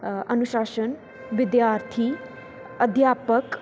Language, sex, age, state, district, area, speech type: Punjabi, female, 18-30, Punjab, Tarn Taran, urban, spontaneous